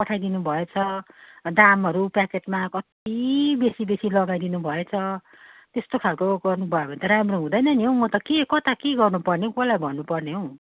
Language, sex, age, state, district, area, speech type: Nepali, female, 45-60, West Bengal, Darjeeling, rural, conversation